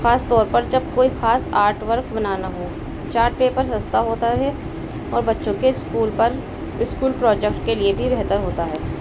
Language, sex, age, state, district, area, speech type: Urdu, female, 30-45, Uttar Pradesh, Balrampur, urban, spontaneous